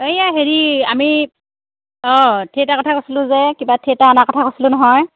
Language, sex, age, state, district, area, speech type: Assamese, female, 30-45, Assam, Udalguri, rural, conversation